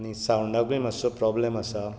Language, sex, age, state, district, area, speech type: Goan Konkani, male, 60+, Goa, Bardez, rural, spontaneous